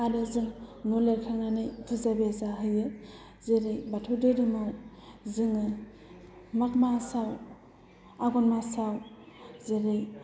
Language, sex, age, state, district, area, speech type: Bodo, female, 30-45, Assam, Udalguri, rural, spontaneous